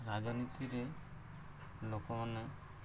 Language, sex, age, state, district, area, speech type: Odia, male, 30-45, Odisha, Subarnapur, urban, spontaneous